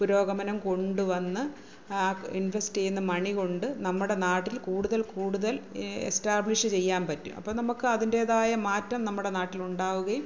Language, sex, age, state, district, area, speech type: Malayalam, female, 45-60, Kerala, Kollam, rural, spontaneous